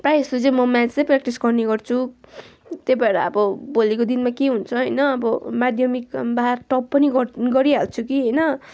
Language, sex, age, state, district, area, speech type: Nepali, female, 18-30, West Bengal, Kalimpong, rural, spontaneous